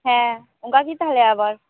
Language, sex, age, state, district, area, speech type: Santali, female, 18-30, West Bengal, Purba Bardhaman, rural, conversation